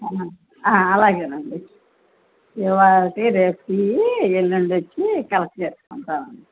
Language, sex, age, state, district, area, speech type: Telugu, female, 45-60, Andhra Pradesh, N T Rama Rao, urban, conversation